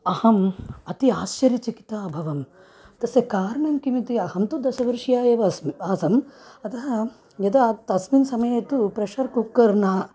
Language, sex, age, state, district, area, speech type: Sanskrit, female, 30-45, Andhra Pradesh, Krishna, urban, spontaneous